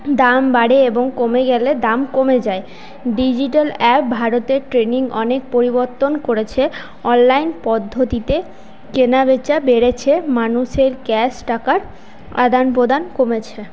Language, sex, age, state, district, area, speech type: Bengali, female, 30-45, West Bengal, Paschim Bardhaman, urban, spontaneous